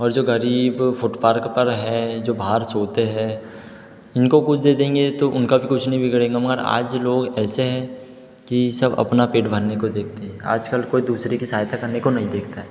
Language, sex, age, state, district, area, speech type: Hindi, male, 18-30, Madhya Pradesh, Betul, urban, spontaneous